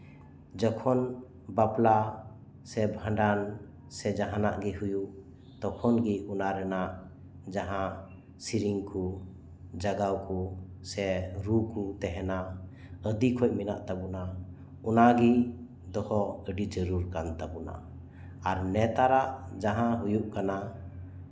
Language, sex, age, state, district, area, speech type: Santali, male, 45-60, West Bengal, Birbhum, rural, spontaneous